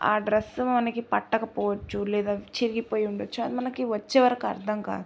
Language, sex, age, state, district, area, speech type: Telugu, female, 18-30, Telangana, Sangareddy, urban, spontaneous